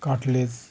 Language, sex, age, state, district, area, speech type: Bengali, male, 45-60, West Bengal, Howrah, urban, spontaneous